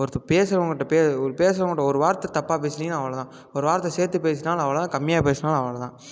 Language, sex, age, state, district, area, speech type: Tamil, male, 18-30, Tamil Nadu, Tiruppur, rural, spontaneous